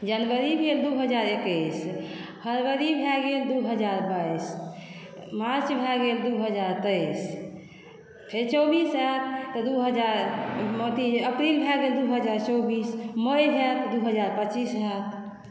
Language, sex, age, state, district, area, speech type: Maithili, female, 60+, Bihar, Saharsa, rural, spontaneous